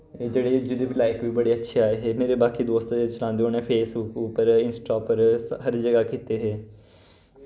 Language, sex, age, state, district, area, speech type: Dogri, male, 18-30, Jammu and Kashmir, Kathua, rural, spontaneous